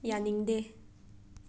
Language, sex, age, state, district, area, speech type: Manipuri, female, 30-45, Manipur, Imphal West, urban, read